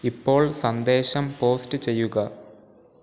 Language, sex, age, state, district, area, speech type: Malayalam, male, 18-30, Kerala, Pathanamthitta, rural, read